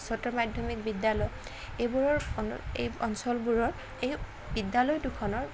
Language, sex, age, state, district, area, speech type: Assamese, female, 18-30, Assam, Kamrup Metropolitan, urban, spontaneous